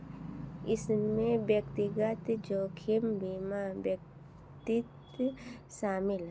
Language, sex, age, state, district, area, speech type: Hindi, female, 60+, Uttar Pradesh, Ayodhya, urban, read